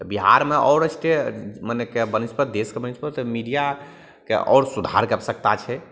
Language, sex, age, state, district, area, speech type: Maithili, male, 45-60, Bihar, Madhepura, urban, spontaneous